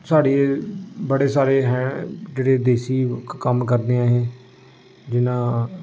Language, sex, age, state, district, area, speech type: Dogri, male, 18-30, Jammu and Kashmir, Samba, urban, spontaneous